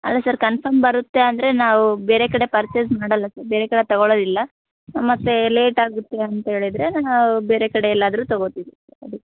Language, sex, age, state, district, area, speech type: Kannada, female, 18-30, Karnataka, Koppal, rural, conversation